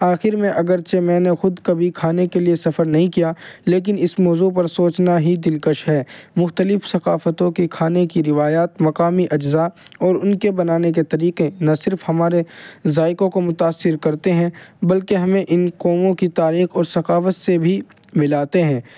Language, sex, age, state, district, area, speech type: Urdu, male, 30-45, Uttar Pradesh, Muzaffarnagar, urban, spontaneous